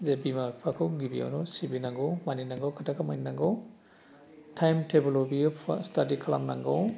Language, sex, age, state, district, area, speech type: Bodo, male, 60+, Assam, Udalguri, urban, spontaneous